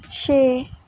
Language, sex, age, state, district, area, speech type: Dogri, female, 18-30, Jammu and Kashmir, Reasi, rural, read